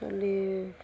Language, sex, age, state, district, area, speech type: Assamese, female, 45-60, Assam, Barpeta, rural, spontaneous